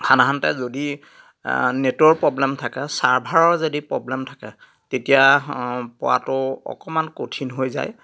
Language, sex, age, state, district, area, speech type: Assamese, male, 45-60, Assam, Dhemaji, rural, spontaneous